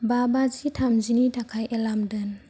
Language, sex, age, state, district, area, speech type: Bodo, female, 18-30, Assam, Kokrajhar, rural, read